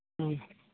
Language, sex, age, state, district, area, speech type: Manipuri, female, 60+, Manipur, Imphal East, rural, conversation